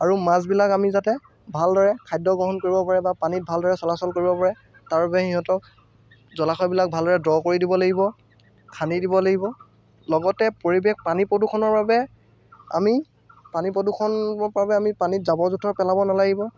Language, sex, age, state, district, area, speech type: Assamese, male, 18-30, Assam, Lakhimpur, rural, spontaneous